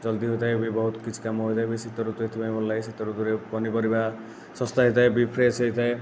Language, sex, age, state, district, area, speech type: Odia, male, 18-30, Odisha, Nayagarh, rural, spontaneous